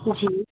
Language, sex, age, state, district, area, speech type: Sindhi, female, 18-30, Rajasthan, Ajmer, urban, conversation